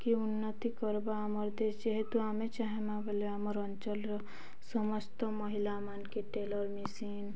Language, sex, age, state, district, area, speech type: Odia, female, 18-30, Odisha, Balangir, urban, spontaneous